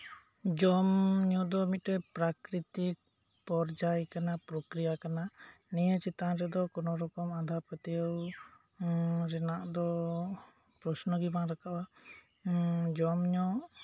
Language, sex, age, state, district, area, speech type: Santali, male, 30-45, West Bengal, Birbhum, rural, spontaneous